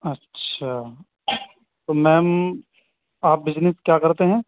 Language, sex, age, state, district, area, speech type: Urdu, male, 30-45, Uttar Pradesh, Muzaffarnagar, urban, conversation